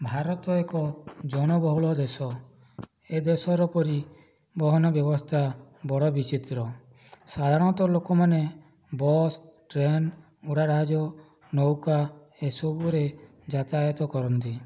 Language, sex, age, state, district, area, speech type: Odia, male, 45-60, Odisha, Boudh, rural, spontaneous